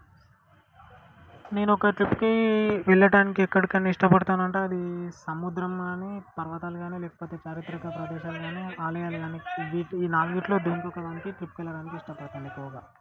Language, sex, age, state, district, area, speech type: Telugu, male, 18-30, Telangana, Vikarabad, urban, spontaneous